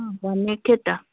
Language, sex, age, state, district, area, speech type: Nepali, female, 60+, West Bengal, Darjeeling, rural, conversation